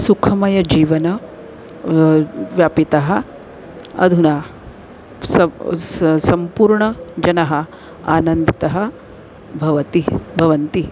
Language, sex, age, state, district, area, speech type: Sanskrit, female, 45-60, Maharashtra, Nagpur, urban, spontaneous